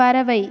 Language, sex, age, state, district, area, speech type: Tamil, female, 45-60, Tamil Nadu, Thanjavur, rural, read